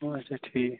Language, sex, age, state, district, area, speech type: Kashmiri, male, 30-45, Jammu and Kashmir, Bandipora, rural, conversation